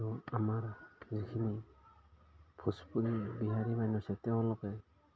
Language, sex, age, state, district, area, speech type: Assamese, male, 60+, Assam, Udalguri, rural, spontaneous